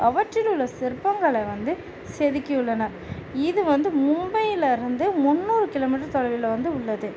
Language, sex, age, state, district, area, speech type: Tamil, female, 30-45, Tamil Nadu, Tiruvarur, urban, spontaneous